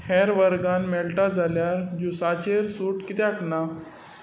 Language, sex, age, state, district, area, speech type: Goan Konkani, male, 18-30, Goa, Tiswadi, rural, read